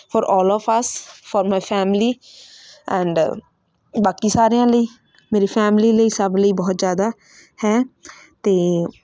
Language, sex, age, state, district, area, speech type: Punjabi, female, 18-30, Punjab, Patiala, urban, spontaneous